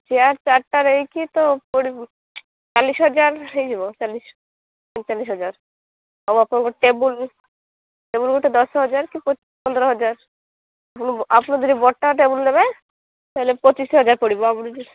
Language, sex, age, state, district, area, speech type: Odia, female, 18-30, Odisha, Malkangiri, urban, conversation